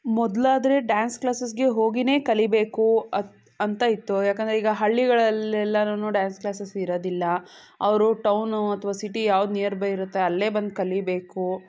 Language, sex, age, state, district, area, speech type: Kannada, female, 18-30, Karnataka, Chikkaballapur, rural, spontaneous